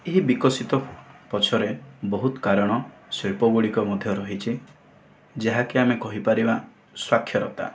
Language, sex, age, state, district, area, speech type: Odia, male, 18-30, Odisha, Kandhamal, rural, spontaneous